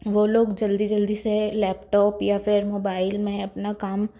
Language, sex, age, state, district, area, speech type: Hindi, female, 30-45, Madhya Pradesh, Bhopal, urban, spontaneous